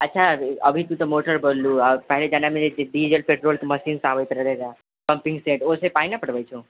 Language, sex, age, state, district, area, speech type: Maithili, male, 18-30, Bihar, Purnia, rural, conversation